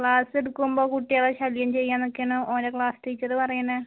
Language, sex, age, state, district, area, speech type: Malayalam, female, 18-30, Kerala, Malappuram, rural, conversation